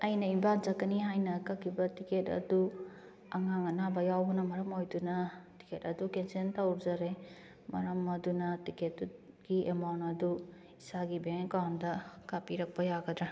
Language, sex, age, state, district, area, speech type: Manipuri, female, 30-45, Manipur, Kakching, rural, spontaneous